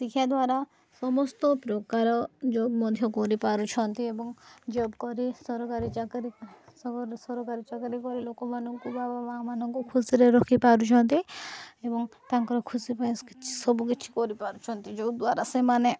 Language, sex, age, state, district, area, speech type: Odia, female, 30-45, Odisha, Koraput, urban, spontaneous